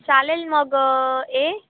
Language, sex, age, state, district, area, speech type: Marathi, female, 18-30, Maharashtra, Nashik, urban, conversation